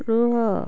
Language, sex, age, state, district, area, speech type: Odia, female, 45-60, Odisha, Cuttack, urban, read